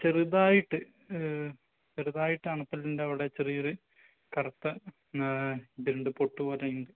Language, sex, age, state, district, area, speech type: Malayalam, male, 18-30, Kerala, Wayanad, rural, conversation